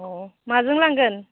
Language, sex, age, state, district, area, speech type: Bodo, female, 30-45, Assam, Udalguri, urban, conversation